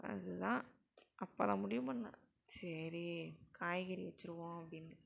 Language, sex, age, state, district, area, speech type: Tamil, female, 60+, Tamil Nadu, Tiruvarur, urban, spontaneous